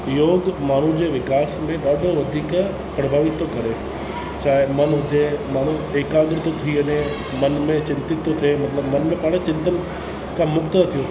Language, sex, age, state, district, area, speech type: Sindhi, male, 30-45, Rajasthan, Ajmer, urban, spontaneous